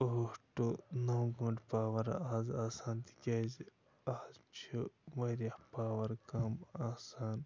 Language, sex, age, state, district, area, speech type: Kashmiri, male, 45-60, Jammu and Kashmir, Bandipora, rural, spontaneous